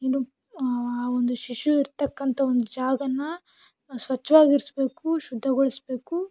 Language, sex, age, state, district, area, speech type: Kannada, female, 18-30, Karnataka, Davanagere, urban, spontaneous